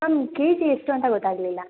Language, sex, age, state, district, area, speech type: Kannada, female, 18-30, Karnataka, Chikkamagaluru, rural, conversation